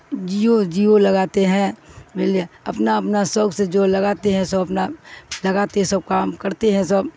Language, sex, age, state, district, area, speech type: Urdu, female, 60+, Bihar, Supaul, rural, spontaneous